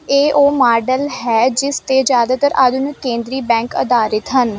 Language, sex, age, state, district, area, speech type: Punjabi, female, 18-30, Punjab, Kapurthala, urban, read